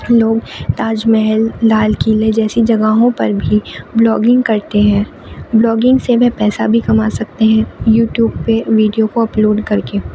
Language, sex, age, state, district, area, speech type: Urdu, female, 30-45, Uttar Pradesh, Aligarh, urban, spontaneous